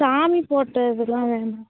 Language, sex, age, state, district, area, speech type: Tamil, female, 18-30, Tamil Nadu, Thanjavur, rural, conversation